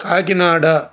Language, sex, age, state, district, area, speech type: Telugu, male, 45-60, Andhra Pradesh, Nellore, urban, spontaneous